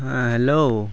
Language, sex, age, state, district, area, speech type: Santali, male, 18-30, Jharkhand, Pakur, rural, spontaneous